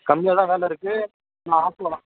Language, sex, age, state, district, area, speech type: Tamil, male, 18-30, Tamil Nadu, Ranipet, urban, conversation